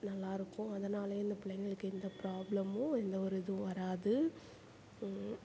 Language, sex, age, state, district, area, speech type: Tamil, female, 45-60, Tamil Nadu, Perambalur, urban, spontaneous